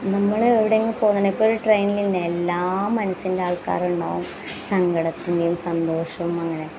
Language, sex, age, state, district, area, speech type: Malayalam, female, 30-45, Kerala, Kasaragod, rural, spontaneous